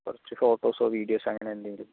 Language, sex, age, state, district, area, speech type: Malayalam, male, 45-60, Kerala, Palakkad, rural, conversation